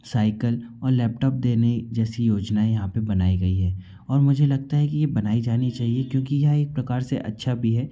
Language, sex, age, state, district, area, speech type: Hindi, male, 60+, Madhya Pradesh, Bhopal, urban, spontaneous